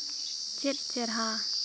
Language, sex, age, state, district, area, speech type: Santali, female, 18-30, Jharkhand, Seraikela Kharsawan, rural, read